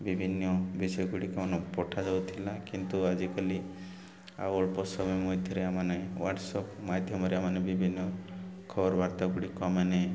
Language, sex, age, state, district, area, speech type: Odia, male, 30-45, Odisha, Koraput, urban, spontaneous